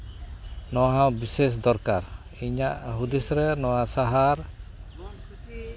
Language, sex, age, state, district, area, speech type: Santali, male, 60+, West Bengal, Malda, rural, spontaneous